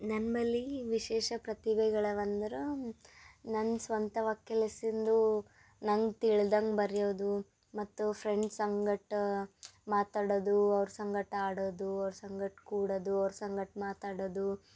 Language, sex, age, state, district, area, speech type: Kannada, female, 18-30, Karnataka, Gulbarga, urban, spontaneous